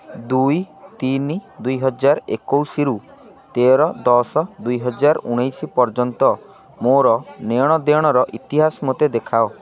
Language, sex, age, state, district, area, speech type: Odia, male, 18-30, Odisha, Kendrapara, urban, read